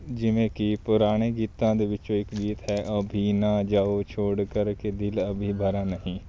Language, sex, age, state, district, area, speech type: Punjabi, male, 18-30, Punjab, Fazilka, rural, spontaneous